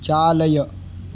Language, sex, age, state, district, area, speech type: Sanskrit, male, 18-30, Maharashtra, Beed, urban, read